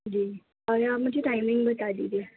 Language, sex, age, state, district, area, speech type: Urdu, female, 18-30, Delhi, Central Delhi, urban, conversation